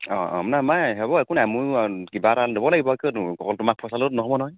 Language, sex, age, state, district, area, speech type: Assamese, male, 45-60, Assam, Tinsukia, rural, conversation